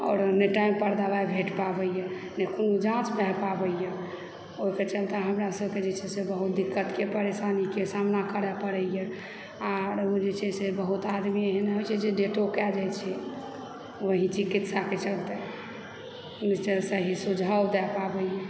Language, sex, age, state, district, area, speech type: Maithili, female, 30-45, Bihar, Supaul, urban, spontaneous